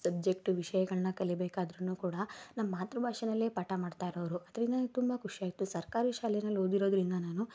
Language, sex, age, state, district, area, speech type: Kannada, female, 18-30, Karnataka, Mysore, urban, spontaneous